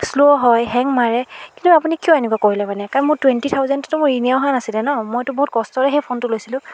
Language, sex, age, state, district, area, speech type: Assamese, female, 45-60, Assam, Biswanath, rural, spontaneous